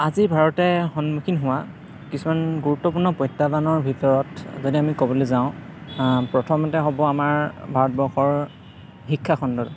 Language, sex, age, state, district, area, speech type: Assamese, male, 30-45, Assam, Morigaon, rural, spontaneous